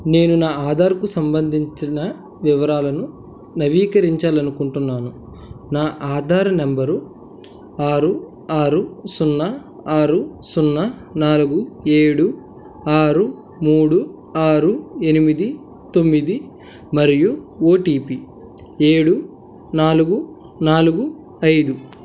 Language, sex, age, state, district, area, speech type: Telugu, male, 18-30, Andhra Pradesh, Krishna, rural, read